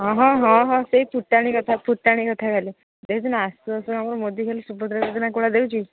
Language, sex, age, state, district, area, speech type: Odia, female, 60+, Odisha, Jharsuguda, rural, conversation